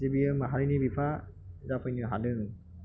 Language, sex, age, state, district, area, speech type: Bodo, male, 18-30, Assam, Chirang, urban, spontaneous